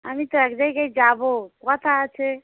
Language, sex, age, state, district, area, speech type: Bengali, female, 45-60, West Bengal, Hooghly, rural, conversation